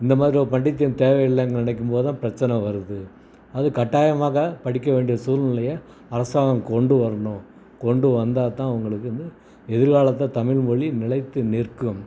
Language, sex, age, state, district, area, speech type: Tamil, male, 60+, Tamil Nadu, Salem, rural, spontaneous